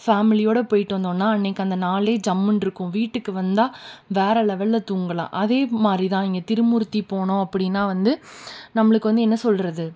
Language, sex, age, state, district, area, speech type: Tamil, female, 18-30, Tamil Nadu, Tiruppur, urban, spontaneous